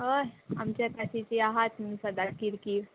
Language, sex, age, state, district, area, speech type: Goan Konkani, female, 18-30, Goa, Murmgao, urban, conversation